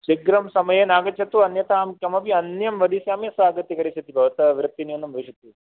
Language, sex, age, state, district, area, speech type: Sanskrit, male, 18-30, Rajasthan, Jodhpur, rural, conversation